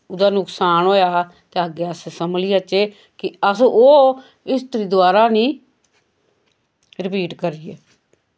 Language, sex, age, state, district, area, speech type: Dogri, female, 45-60, Jammu and Kashmir, Samba, rural, spontaneous